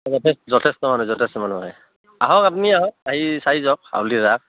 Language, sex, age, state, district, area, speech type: Assamese, male, 30-45, Assam, Barpeta, rural, conversation